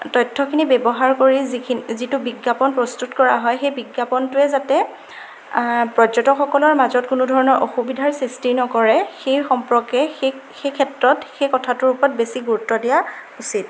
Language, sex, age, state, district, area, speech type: Assamese, female, 18-30, Assam, Golaghat, urban, spontaneous